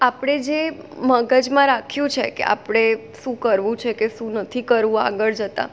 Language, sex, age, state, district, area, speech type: Gujarati, female, 18-30, Gujarat, Surat, urban, spontaneous